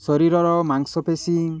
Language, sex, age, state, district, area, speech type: Odia, male, 45-60, Odisha, Nabarangpur, rural, spontaneous